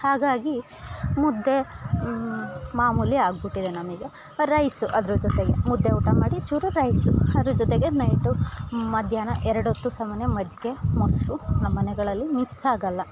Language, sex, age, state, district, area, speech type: Kannada, female, 30-45, Karnataka, Chikkamagaluru, rural, spontaneous